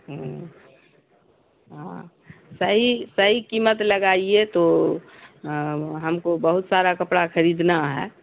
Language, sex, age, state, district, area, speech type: Urdu, female, 60+, Bihar, Khagaria, rural, conversation